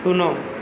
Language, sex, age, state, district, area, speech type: Odia, male, 45-60, Odisha, Subarnapur, urban, read